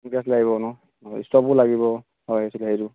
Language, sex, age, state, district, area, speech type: Assamese, male, 30-45, Assam, Dibrugarh, rural, conversation